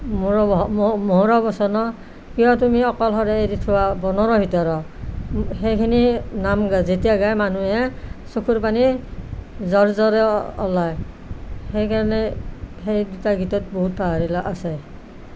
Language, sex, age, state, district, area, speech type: Assamese, female, 60+, Assam, Nalbari, rural, spontaneous